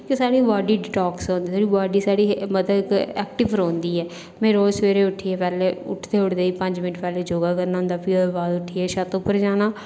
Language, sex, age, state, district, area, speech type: Dogri, female, 18-30, Jammu and Kashmir, Reasi, rural, spontaneous